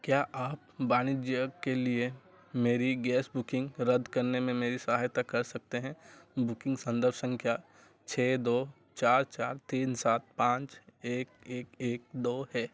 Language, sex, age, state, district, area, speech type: Hindi, male, 45-60, Madhya Pradesh, Chhindwara, rural, read